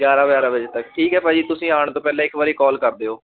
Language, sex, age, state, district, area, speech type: Punjabi, male, 18-30, Punjab, Shaheed Bhagat Singh Nagar, urban, conversation